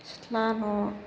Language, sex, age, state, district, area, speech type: Bodo, female, 60+, Assam, Chirang, rural, spontaneous